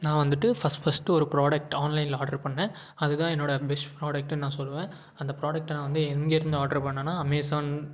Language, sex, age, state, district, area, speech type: Tamil, male, 18-30, Tamil Nadu, Salem, urban, spontaneous